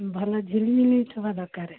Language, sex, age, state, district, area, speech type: Odia, female, 30-45, Odisha, Jagatsinghpur, rural, conversation